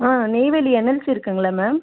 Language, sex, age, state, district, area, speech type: Tamil, female, 18-30, Tamil Nadu, Cuddalore, urban, conversation